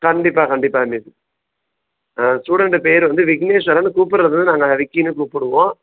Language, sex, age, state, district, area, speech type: Tamil, male, 45-60, Tamil Nadu, Thanjavur, rural, conversation